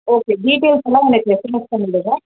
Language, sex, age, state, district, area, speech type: Tamil, female, 30-45, Tamil Nadu, Chennai, urban, conversation